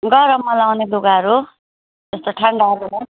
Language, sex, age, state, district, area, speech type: Nepali, female, 45-60, West Bengal, Alipurduar, urban, conversation